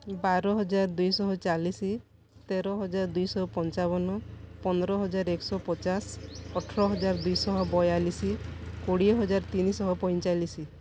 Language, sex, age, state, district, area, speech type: Odia, female, 45-60, Odisha, Kalahandi, rural, spontaneous